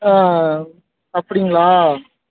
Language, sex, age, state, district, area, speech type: Tamil, male, 18-30, Tamil Nadu, Dharmapuri, rural, conversation